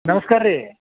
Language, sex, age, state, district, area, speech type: Kannada, male, 45-60, Karnataka, Dharwad, urban, conversation